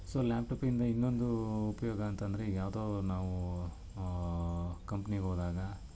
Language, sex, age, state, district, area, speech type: Kannada, male, 30-45, Karnataka, Mysore, urban, spontaneous